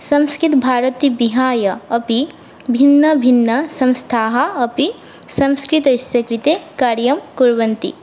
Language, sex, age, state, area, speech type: Sanskrit, female, 18-30, Assam, rural, spontaneous